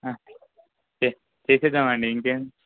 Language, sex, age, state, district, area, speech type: Telugu, male, 18-30, Telangana, Kamareddy, urban, conversation